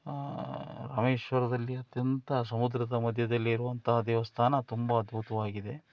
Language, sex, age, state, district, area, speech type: Kannada, male, 60+, Karnataka, Shimoga, rural, spontaneous